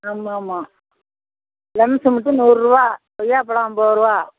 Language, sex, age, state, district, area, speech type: Tamil, female, 60+, Tamil Nadu, Thanjavur, rural, conversation